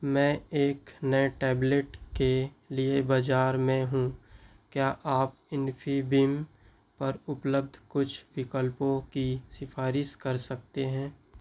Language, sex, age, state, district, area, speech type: Hindi, male, 18-30, Madhya Pradesh, Seoni, rural, read